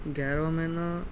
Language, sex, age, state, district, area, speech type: Urdu, male, 30-45, Telangana, Hyderabad, urban, spontaneous